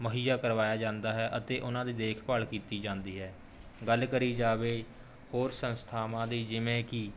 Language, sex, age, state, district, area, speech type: Punjabi, male, 18-30, Punjab, Rupnagar, urban, spontaneous